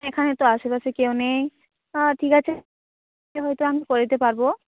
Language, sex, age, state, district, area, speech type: Bengali, female, 18-30, West Bengal, Jhargram, rural, conversation